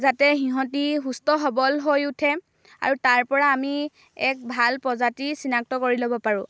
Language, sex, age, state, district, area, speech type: Assamese, female, 18-30, Assam, Dhemaji, rural, spontaneous